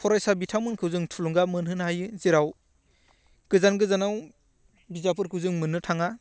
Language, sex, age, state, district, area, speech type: Bodo, male, 18-30, Assam, Baksa, rural, spontaneous